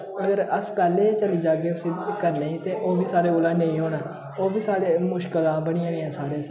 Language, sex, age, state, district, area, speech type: Dogri, male, 18-30, Jammu and Kashmir, Udhampur, rural, spontaneous